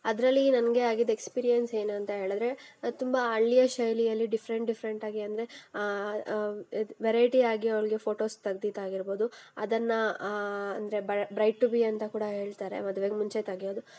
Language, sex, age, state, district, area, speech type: Kannada, female, 18-30, Karnataka, Kolar, rural, spontaneous